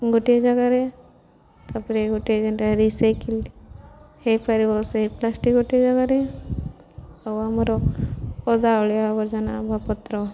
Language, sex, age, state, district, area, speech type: Odia, female, 18-30, Odisha, Subarnapur, urban, spontaneous